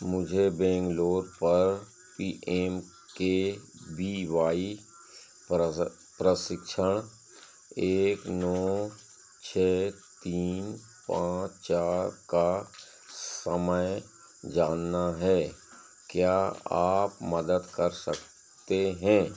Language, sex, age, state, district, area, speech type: Hindi, male, 60+, Madhya Pradesh, Seoni, urban, read